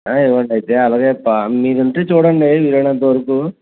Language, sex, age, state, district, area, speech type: Telugu, male, 60+, Andhra Pradesh, West Godavari, rural, conversation